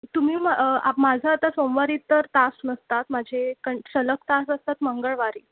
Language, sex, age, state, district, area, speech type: Marathi, female, 18-30, Maharashtra, Mumbai Suburban, urban, conversation